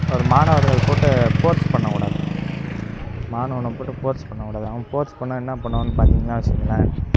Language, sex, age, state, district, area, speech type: Tamil, male, 18-30, Tamil Nadu, Kallakurichi, rural, spontaneous